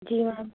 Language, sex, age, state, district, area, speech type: Urdu, female, 45-60, Uttar Pradesh, Rampur, urban, conversation